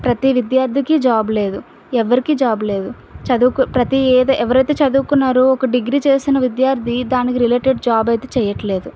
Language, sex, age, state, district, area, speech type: Telugu, female, 18-30, Andhra Pradesh, Visakhapatnam, rural, spontaneous